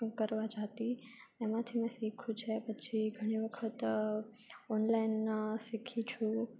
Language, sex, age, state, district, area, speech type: Gujarati, female, 18-30, Gujarat, Junagadh, urban, spontaneous